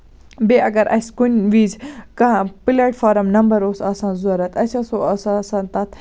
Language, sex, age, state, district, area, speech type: Kashmiri, female, 18-30, Jammu and Kashmir, Baramulla, rural, spontaneous